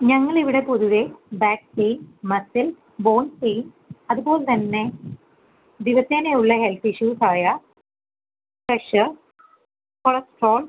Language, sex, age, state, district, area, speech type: Malayalam, female, 18-30, Kerala, Ernakulam, rural, conversation